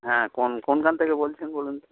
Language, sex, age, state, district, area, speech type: Bengali, male, 45-60, West Bengal, Hooghly, rural, conversation